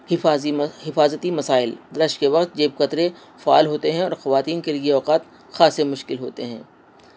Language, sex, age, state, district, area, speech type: Urdu, female, 60+, Delhi, North East Delhi, urban, spontaneous